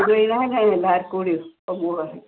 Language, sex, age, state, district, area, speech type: Malayalam, female, 60+, Kerala, Malappuram, rural, conversation